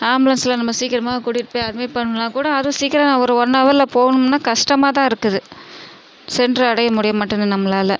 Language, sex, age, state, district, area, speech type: Tamil, female, 30-45, Tamil Nadu, Tiruchirappalli, rural, spontaneous